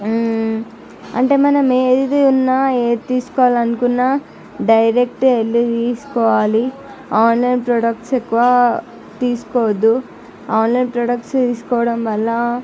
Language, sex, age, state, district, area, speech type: Telugu, female, 45-60, Andhra Pradesh, Visakhapatnam, urban, spontaneous